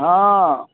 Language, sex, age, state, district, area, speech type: Maithili, male, 60+, Bihar, Araria, urban, conversation